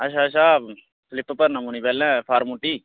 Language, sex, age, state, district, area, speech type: Dogri, male, 30-45, Jammu and Kashmir, Udhampur, urban, conversation